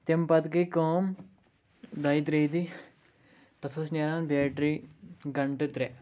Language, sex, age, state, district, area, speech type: Kashmiri, male, 18-30, Jammu and Kashmir, Pulwama, urban, spontaneous